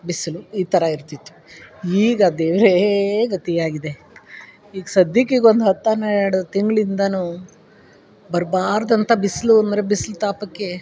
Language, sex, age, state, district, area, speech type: Kannada, female, 45-60, Karnataka, Chikkamagaluru, rural, spontaneous